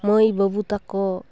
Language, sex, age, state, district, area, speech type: Santali, female, 30-45, West Bengal, Purulia, rural, spontaneous